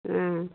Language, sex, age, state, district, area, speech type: Assamese, female, 60+, Assam, Dibrugarh, rural, conversation